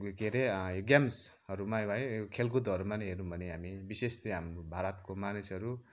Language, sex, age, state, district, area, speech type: Nepali, male, 30-45, West Bengal, Kalimpong, rural, spontaneous